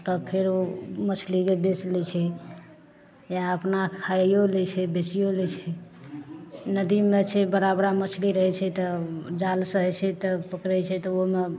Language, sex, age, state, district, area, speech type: Maithili, female, 45-60, Bihar, Madhepura, rural, spontaneous